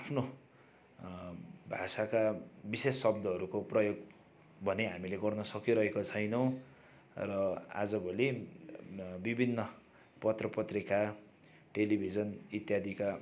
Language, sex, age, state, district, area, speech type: Nepali, male, 30-45, West Bengal, Darjeeling, rural, spontaneous